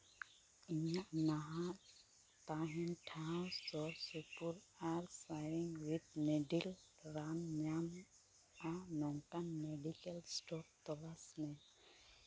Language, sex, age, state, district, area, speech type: Santali, female, 18-30, West Bengal, Uttar Dinajpur, rural, read